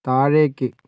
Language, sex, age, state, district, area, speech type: Malayalam, male, 18-30, Kerala, Kozhikode, urban, read